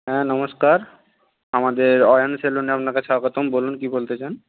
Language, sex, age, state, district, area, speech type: Bengali, male, 60+, West Bengal, Purba Medinipur, rural, conversation